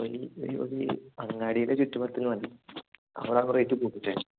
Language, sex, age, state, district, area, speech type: Malayalam, male, 18-30, Kerala, Kozhikode, rural, conversation